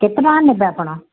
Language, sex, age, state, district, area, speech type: Odia, female, 60+, Odisha, Gajapati, rural, conversation